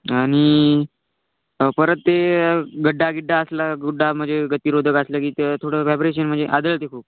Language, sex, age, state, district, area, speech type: Marathi, male, 18-30, Maharashtra, Hingoli, urban, conversation